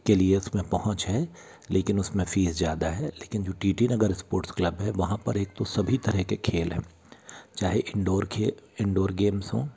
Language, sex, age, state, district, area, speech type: Hindi, male, 60+, Madhya Pradesh, Bhopal, urban, spontaneous